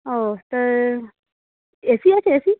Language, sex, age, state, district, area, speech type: Bengali, female, 45-60, West Bengal, Darjeeling, urban, conversation